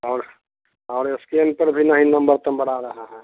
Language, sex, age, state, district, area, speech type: Hindi, male, 45-60, Bihar, Samastipur, rural, conversation